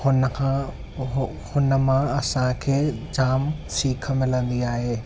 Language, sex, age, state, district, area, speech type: Sindhi, male, 18-30, Maharashtra, Thane, urban, spontaneous